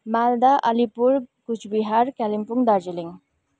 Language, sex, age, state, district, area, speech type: Nepali, female, 30-45, West Bengal, Kalimpong, rural, spontaneous